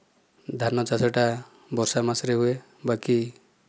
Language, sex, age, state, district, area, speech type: Odia, male, 30-45, Odisha, Kandhamal, rural, spontaneous